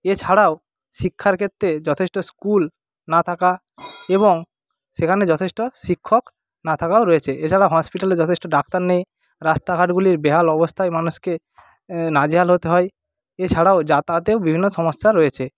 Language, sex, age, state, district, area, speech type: Bengali, male, 45-60, West Bengal, Jhargram, rural, spontaneous